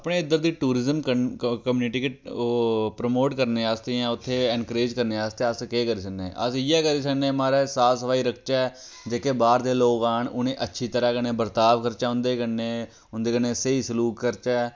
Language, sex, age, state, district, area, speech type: Dogri, male, 30-45, Jammu and Kashmir, Reasi, rural, spontaneous